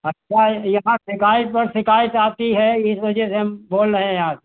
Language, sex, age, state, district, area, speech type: Hindi, male, 60+, Uttar Pradesh, Hardoi, rural, conversation